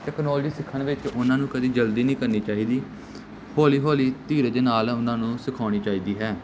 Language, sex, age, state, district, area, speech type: Punjabi, male, 18-30, Punjab, Gurdaspur, rural, spontaneous